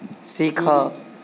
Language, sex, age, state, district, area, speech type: Odia, male, 18-30, Odisha, Subarnapur, urban, read